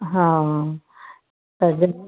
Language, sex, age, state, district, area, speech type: Sindhi, female, 60+, Maharashtra, Ahmednagar, urban, conversation